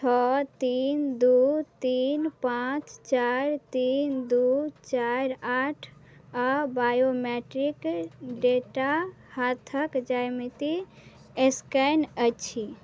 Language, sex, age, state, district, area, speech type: Maithili, female, 18-30, Bihar, Madhubani, rural, read